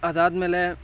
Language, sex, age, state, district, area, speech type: Kannada, male, 18-30, Karnataka, Chamarajanagar, rural, spontaneous